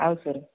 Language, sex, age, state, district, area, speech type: Kannada, male, 18-30, Karnataka, Gadag, urban, conversation